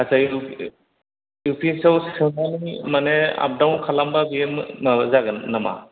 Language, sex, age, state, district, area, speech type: Bodo, male, 45-60, Assam, Kokrajhar, rural, conversation